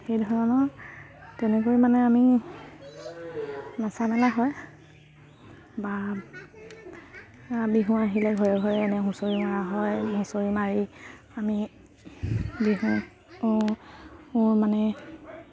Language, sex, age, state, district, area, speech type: Assamese, female, 30-45, Assam, Lakhimpur, rural, spontaneous